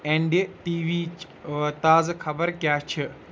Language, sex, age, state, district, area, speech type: Kashmiri, male, 18-30, Jammu and Kashmir, Ganderbal, rural, read